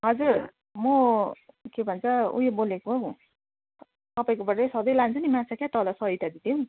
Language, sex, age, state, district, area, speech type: Nepali, female, 30-45, West Bengal, Darjeeling, rural, conversation